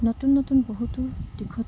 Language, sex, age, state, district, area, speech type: Assamese, female, 30-45, Assam, Morigaon, rural, spontaneous